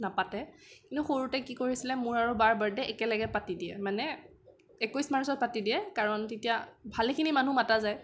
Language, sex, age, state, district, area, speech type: Assamese, female, 18-30, Assam, Kamrup Metropolitan, urban, spontaneous